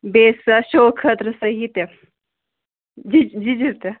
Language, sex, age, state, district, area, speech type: Kashmiri, female, 18-30, Jammu and Kashmir, Ganderbal, rural, conversation